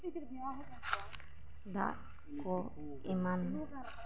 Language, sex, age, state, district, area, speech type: Santali, female, 30-45, Jharkhand, East Singhbhum, rural, spontaneous